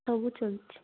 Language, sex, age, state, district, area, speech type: Odia, female, 18-30, Odisha, Koraput, urban, conversation